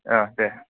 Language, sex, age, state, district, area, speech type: Bodo, male, 18-30, Assam, Kokrajhar, urban, conversation